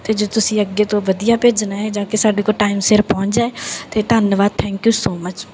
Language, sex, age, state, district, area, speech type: Punjabi, female, 30-45, Punjab, Bathinda, rural, spontaneous